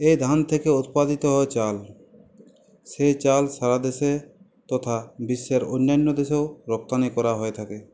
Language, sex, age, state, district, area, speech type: Bengali, male, 30-45, West Bengal, Purulia, urban, spontaneous